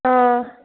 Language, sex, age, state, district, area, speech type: Kashmiri, female, 18-30, Jammu and Kashmir, Bandipora, rural, conversation